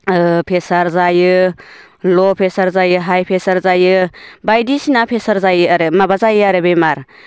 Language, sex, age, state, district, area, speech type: Bodo, female, 30-45, Assam, Baksa, rural, spontaneous